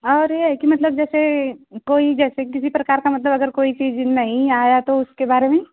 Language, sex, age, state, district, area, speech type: Hindi, female, 30-45, Uttar Pradesh, Azamgarh, rural, conversation